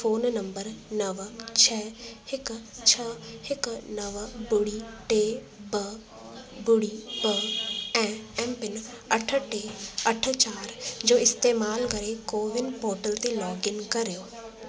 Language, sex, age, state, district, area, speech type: Sindhi, female, 18-30, Delhi, South Delhi, urban, read